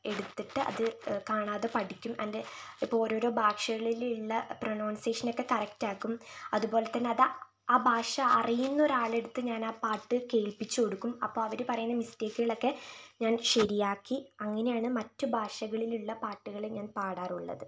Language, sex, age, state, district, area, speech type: Malayalam, female, 18-30, Kerala, Wayanad, rural, spontaneous